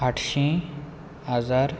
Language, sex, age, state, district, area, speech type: Goan Konkani, male, 18-30, Goa, Quepem, rural, spontaneous